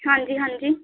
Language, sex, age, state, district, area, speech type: Punjabi, female, 18-30, Punjab, Patiala, urban, conversation